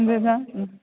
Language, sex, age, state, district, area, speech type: Sanskrit, female, 45-60, Kerala, Ernakulam, urban, conversation